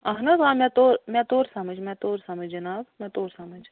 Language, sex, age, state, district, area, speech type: Kashmiri, female, 60+, Jammu and Kashmir, Ganderbal, rural, conversation